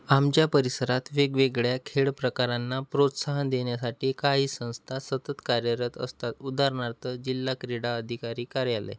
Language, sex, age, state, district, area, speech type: Marathi, male, 18-30, Maharashtra, Nagpur, rural, spontaneous